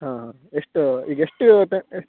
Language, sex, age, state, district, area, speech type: Kannada, male, 18-30, Karnataka, Uttara Kannada, rural, conversation